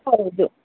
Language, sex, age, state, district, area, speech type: Kannada, female, 18-30, Karnataka, Dakshina Kannada, rural, conversation